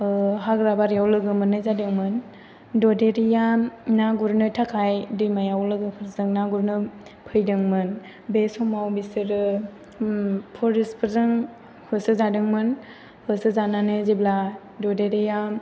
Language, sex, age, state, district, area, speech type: Bodo, female, 18-30, Assam, Chirang, rural, spontaneous